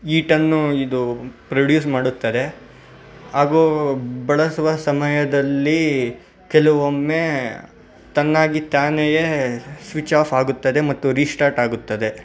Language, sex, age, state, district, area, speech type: Kannada, male, 18-30, Karnataka, Bangalore Rural, urban, spontaneous